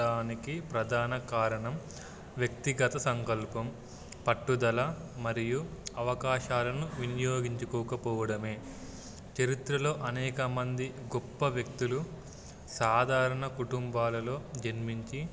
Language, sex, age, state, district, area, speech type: Telugu, male, 18-30, Telangana, Wanaparthy, urban, spontaneous